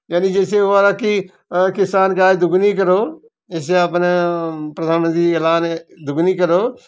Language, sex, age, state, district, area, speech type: Hindi, male, 60+, Uttar Pradesh, Jaunpur, rural, spontaneous